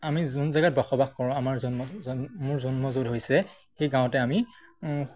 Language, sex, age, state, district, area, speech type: Assamese, male, 18-30, Assam, Majuli, urban, spontaneous